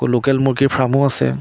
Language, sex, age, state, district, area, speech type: Assamese, male, 30-45, Assam, Biswanath, rural, spontaneous